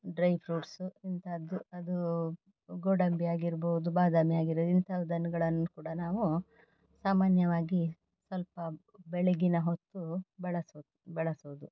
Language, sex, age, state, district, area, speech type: Kannada, female, 45-60, Karnataka, Dakshina Kannada, urban, spontaneous